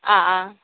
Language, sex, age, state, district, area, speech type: Manipuri, female, 18-30, Manipur, Kakching, rural, conversation